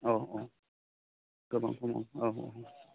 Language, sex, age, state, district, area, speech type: Bodo, male, 30-45, Assam, Udalguri, urban, conversation